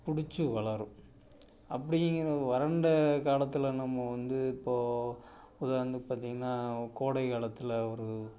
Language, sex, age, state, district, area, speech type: Tamil, male, 45-60, Tamil Nadu, Tiruppur, rural, spontaneous